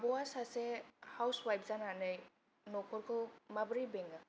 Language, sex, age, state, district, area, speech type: Bodo, female, 30-45, Assam, Kokrajhar, rural, spontaneous